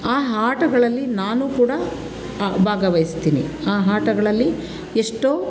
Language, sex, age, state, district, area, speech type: Kannada, female, 45-60, Karnataka, Mandya, rural, spontaneous